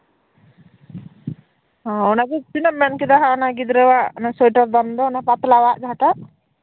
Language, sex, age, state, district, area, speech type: Santali, female, 30-45, West Bengal, Birbhum, rural, conversation